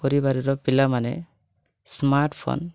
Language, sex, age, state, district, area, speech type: Odia, male, 18-30, Odisha, Mayurbhanj, rural, spontaneous